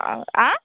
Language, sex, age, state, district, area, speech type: Assamese, female, 18-30, Assam, Golaghat, rural, conversation